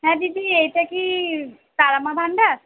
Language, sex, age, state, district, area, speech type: Bengali, female, 18-30, West Bengal, Purba Bardhaman, urban, conversation